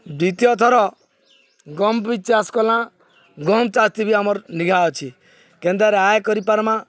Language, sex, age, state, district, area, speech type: Odia, male, 45-60, Odisha, Balangir, urban, spontaneous